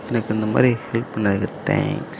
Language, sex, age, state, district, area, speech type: Tamil, male, 18-30, Tamil Nadu, Perambalur, rural, spontaneous